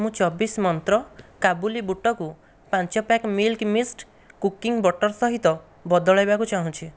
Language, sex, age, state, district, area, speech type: Odia, male, 30-45, Odisha, Dhenkanal, rural, read